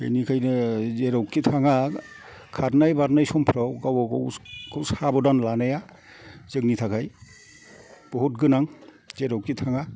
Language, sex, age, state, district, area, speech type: Bodo, male, 45-60, Assam, Kokrajhar, rural, spontaneous